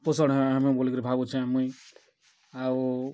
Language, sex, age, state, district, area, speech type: Odia, male, 45-60, Odisha, Kalahandi, rural, spontaneous